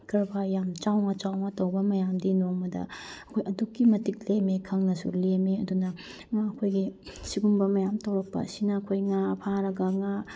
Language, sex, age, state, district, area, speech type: Manipuri, female, 30-45, Manipur, Bishnupur, rural, spontaneous